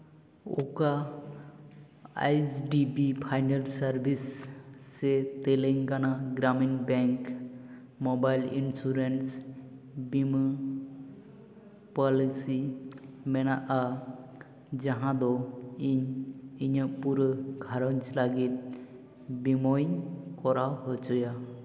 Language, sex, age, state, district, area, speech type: Santali, male, 18-30, West Bengal, Jhargram, rural, read